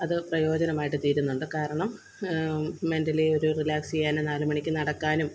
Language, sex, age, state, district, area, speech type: Malayalam, female, 30-45, Kerala, Kottayam, rural, spontaneous